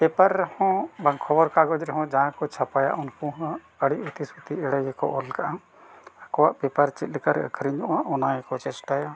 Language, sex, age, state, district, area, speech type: Santali, male, 60+, Odisha, Mayurbhanj, rural, spontaneous